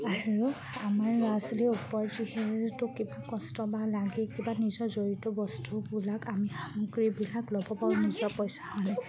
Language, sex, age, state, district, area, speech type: Assamese, female, 30-45, Assam, Charaideo, rural, spontaneous